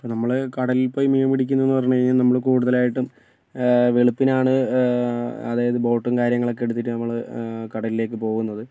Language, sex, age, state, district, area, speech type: Malayalam, male, 45-60, Kerala, Kozhikode, urban, spontaneous